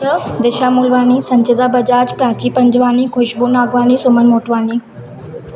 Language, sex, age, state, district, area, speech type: Sindhi, female, 18-30, Madhya Pradesh, Katni, urban, spontaneous